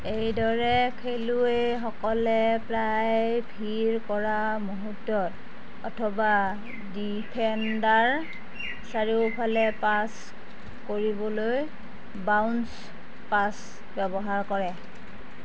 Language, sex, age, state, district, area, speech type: Assamese, female, 60+, Assam, Darrang, rural, read